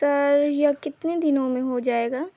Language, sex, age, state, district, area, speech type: Urdu, female, 18-30, Bihar, Madhubani, rural, spontaneous